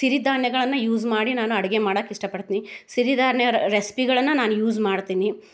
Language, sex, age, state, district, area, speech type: Kannada, female, 30-45, Karnataka, Gadag, rural, spontaneous